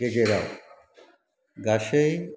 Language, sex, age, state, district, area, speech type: Bodo, male, 45-60, Assam, Chirang, urban, spontaneous